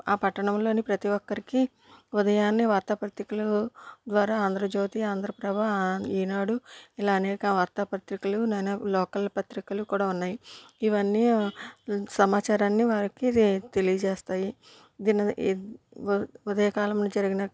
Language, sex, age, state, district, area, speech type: Telugu, female, 45-60, Andhra Pradesh, East Godavari, rural, spontaneous